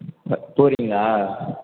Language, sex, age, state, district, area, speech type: Tamil, male, 30-45, Tamil Nadu, Cuddalore, rural, conversation